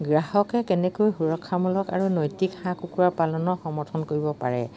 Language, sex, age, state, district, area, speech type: Assamese, female, 60+, Assam, Dibrugarh, rural, spontaneous